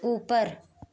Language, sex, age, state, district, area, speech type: Hindi, female, 18-30, Uttar Pradesh, Azamgarh, rural, read